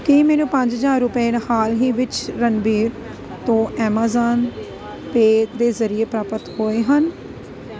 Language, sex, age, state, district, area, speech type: Punjabi, female, 30-45, Punjab, Kapurthala, urban, read